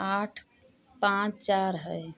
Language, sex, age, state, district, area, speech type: Hindi, female, 45-60, Uttar Pradesh, Mau, rural, read